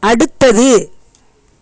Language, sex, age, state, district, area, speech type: Tamil, female, 30-45, Tamil Nadu, Tiruvarur, rural, read